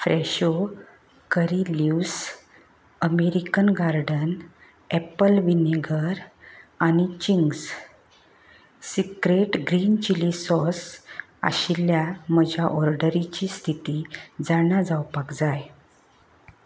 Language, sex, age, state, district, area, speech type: Goan Konkani, female, 60+, Goa, Canacona, rural, read